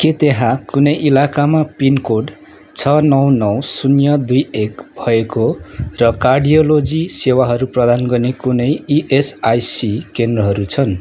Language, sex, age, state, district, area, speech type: Nepali, male, 18-30, West Bengal, Darjeeling, rural, read